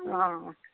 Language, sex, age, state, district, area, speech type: Assamese, female, 45-60, Assam, Majuli, urban, conversation